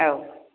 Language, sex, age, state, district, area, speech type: Bodo, female, 60+, Assam, Chirang, rural, conversation